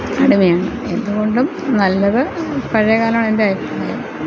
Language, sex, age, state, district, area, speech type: Malayalam, female, 45-60, Kerala, Thiruvananthapuram, rural, spontaneous